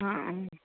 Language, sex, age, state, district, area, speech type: Malayalam, female, 30-45, Kerala, Kozhikode, urban, conversation